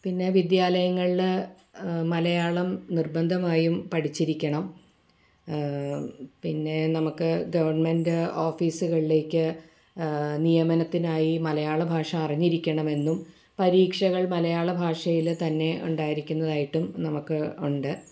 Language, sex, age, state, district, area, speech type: Malayalam, female, 45-60, Kerala, Ernakulam, rural, spontaneous